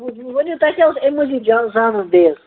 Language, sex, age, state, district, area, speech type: Kashmiri, male, 30-45, Jammu and Kashmir, Ganderbal, rural, conversation